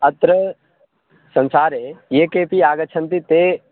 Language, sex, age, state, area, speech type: Sanskrit, male, 18-30, Bihar, rural, conversation